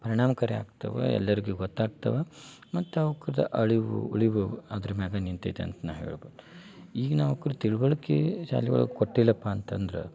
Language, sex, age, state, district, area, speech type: Kannada, male, 30-45, Karnataka, Dharwad, rural, spontaneous